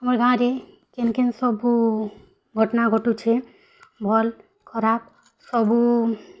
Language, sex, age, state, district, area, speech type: Odia, female, 18-30, Odisha, Bargarh, urban, spontaneous